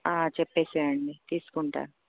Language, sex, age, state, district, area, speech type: Telugu, female, 30-45, Telangana, Karimnagar, urban, conversation